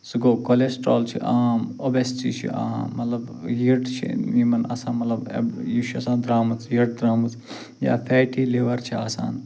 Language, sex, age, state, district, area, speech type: Kashmiri, male, 45-60, Jammu and Kashmir, Ganderbal, rural, spontaneous